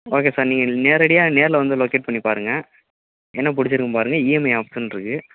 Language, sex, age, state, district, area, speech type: Tamil, male, 18-30, Tamil Nadu, Perambalur, urban, conversation